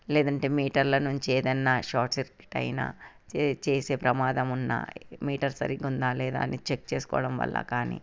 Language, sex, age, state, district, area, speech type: Telugu, female, 30-45, Telangana, Hyderabad, urban, spontaneous